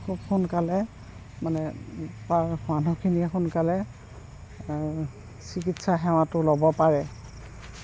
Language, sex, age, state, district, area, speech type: Assamese, female, 60+, Assam, Goalpara, urban, spontaneous